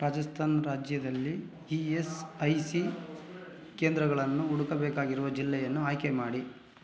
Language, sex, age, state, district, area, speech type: Kannada, male, 30-45, Karnataka, Bangalore Rural, rural, read